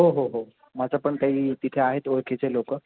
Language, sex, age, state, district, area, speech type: Marathi, male, 30-45, Maharashtra, Nashik, urban, conversation